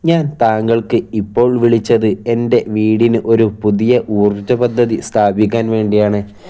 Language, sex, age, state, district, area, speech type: Malayalam, male, 18-30, Kerala, Kozhikode, rural, spontaneous